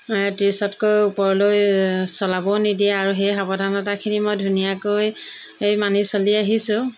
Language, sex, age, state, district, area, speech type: Assamese, female, 45-60, Assam, Jorhat, urban, spontaneous